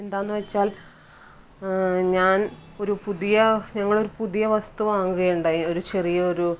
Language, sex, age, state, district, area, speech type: Malayalam, female, 30-45, Kerala, Kannur, rural, spontaneous